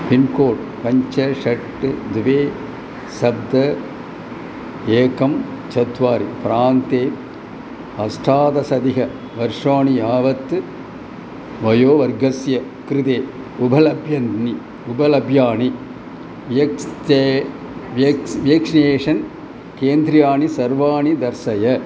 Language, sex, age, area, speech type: Sanskrit, male, 60+, urban, read